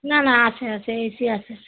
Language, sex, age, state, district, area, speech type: Bengali, female, 45-60, West Bengal, Darjeeling, urban, conversation